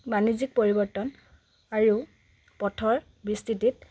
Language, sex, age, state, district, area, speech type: Assamese, female, 18-30, Assam, Charaideo, urban, spontaneous